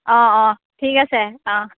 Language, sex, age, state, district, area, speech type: Assamese, female, 30-45, Assam, Morigaon, rural, conversation